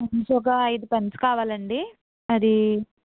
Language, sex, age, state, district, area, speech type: Telugu, female, 30-45, Andhra Pradesh, Eluru, rural, conversation